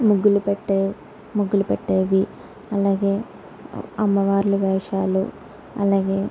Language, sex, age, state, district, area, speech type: Telugu, female, 30-45, Telangana, Mancherial, rural, spontaneous